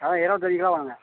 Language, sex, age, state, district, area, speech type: Tamil, male, 45-60, Tamil Nadu, Tiruvannamalai, rural, conversation